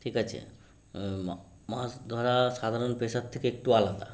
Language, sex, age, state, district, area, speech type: Bengali, male, 30-45, West Bengal, Howrah, urban, spontaneous